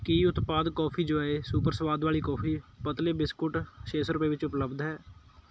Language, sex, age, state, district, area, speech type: Punjabi, male, 18-30, Punjab, Patiala, urban, read